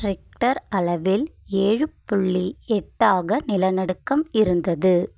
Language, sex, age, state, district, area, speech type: Tamil, female, 30-45, Tamil Nadu, Kanchipuram, urban, read